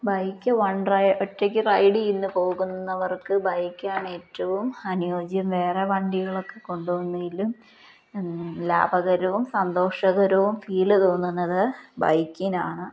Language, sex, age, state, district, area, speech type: Malayalam, female, 30-45, Kerala, Palakkad, rural, spontaneous